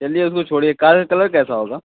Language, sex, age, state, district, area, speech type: Hindi, male, 45-60, Uttar Pradesh, Lucknow, rural, conversation